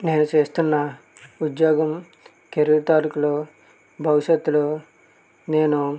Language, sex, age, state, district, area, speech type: Telugu, male, 30-45, Andhra Pradesh, West Godavari, rural, spontaneous